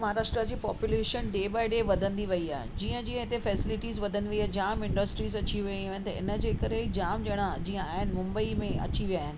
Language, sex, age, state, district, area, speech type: Sindhi, female, 45-60, Maharashtra, Mumbai Suburban, urban, spontaneous